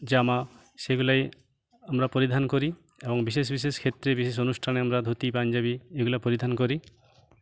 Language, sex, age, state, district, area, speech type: Bengali, male, 45-60, West Bengal, Jhargram, rural, spontaneous